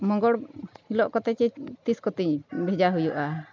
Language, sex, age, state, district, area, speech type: Santali, female, 45-60, Jharkhand, Bokaro, rural, spontaneous